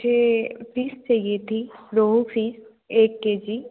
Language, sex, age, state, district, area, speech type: Hindi, female, 18-30, Madhya Pradesh, Betul, urban, conversation